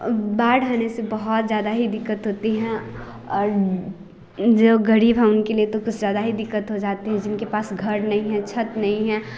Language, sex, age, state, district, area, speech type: Hindi, female, 18-30, Bihar, Samastipur, rural, spontaneous